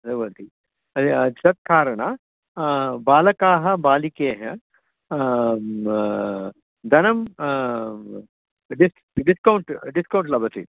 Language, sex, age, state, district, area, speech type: Sanskrit, male, 60+, Karnataka, Bangalore Urban, urban, conversation